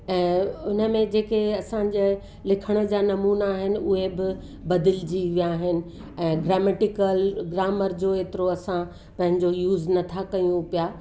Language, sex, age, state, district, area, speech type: Sindhi, female, 60+, Uttar Pradesh, Lucknow, urban, spontaneous